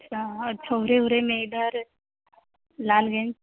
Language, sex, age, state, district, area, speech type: Urdu, female, 18-30, Uttar Pradesh, Mirzapur, rural, conversation